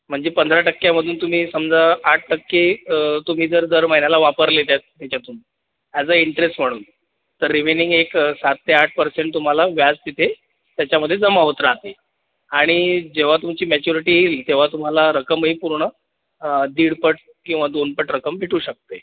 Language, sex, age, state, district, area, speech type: Marathi, male, 30-45, Maharashtra, Buldhana, urban, conversation